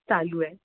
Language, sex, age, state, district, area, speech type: Marathi, female, 30-45, Maharashtra, Kolhapur, urban, conversation